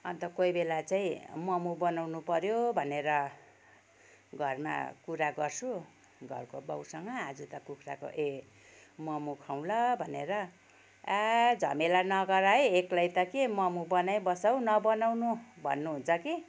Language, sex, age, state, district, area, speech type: Nepali, female, 60+, West Bengal, Kalimpong, rural, spontaneous